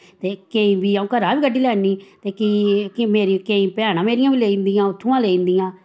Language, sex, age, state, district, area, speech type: Dogri, female, 45-60, Jammu and Kashmir, Samba, rural, spontaneous